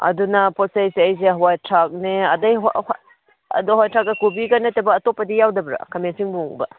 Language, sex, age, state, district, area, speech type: Manipuri, female, 30-45, Manipur, Kangpokpi, urban, conversation